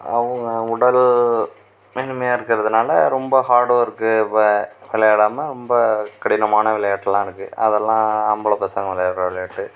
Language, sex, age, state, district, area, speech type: Tamil, male, 18-30, Tamil Nadu, Perambalur, rural, spontaneous